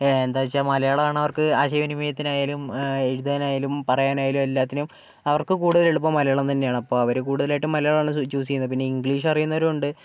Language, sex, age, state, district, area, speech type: Malayalam, male, 45-60, Kerala, Wayanad, rural, spontaneous